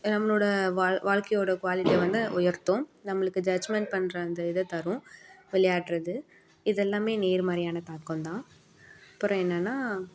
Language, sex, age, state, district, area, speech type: Tamil, female, 18-30, Tamil Nadu, Perambalur, urban, spontaneous